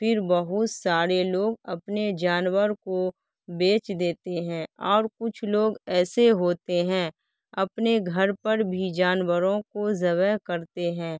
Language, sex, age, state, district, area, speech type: Urdu, female, 18-30, Bihar, Saharsa, rural, spontaneous